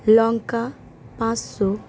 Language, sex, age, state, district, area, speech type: Bengali, female, 18-30, West Bengal, Howrah, urban, spontaneous